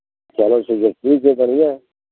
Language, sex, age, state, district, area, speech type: Hindi, male, 45-60, Uttar Pradesh, Pratapgarh, rural, conversation